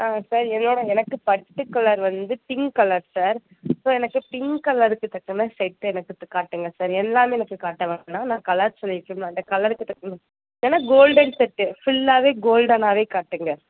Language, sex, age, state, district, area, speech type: Tamil, female, 18-30, Tamil Nadu, Kanyakumari, rural, conversation